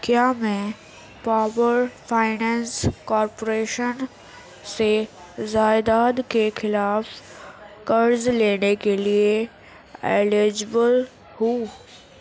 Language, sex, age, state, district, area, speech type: Urdu, female, 18-30, Uttar Pradesh, Gautam Buddha Nagar, rural, read